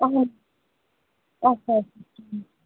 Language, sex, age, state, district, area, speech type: Kashmiri, female, 30-45, Jammu and Kashmir, Srinagar, urban, conversation